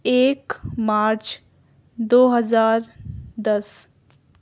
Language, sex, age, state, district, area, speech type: Urdu, female, 18-30, Delhi, East Delhi, urban, spontaneous